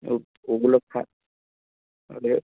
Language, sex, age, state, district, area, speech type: Bengali, male, 30-45, West Bengal, Hooghly, urban, conversation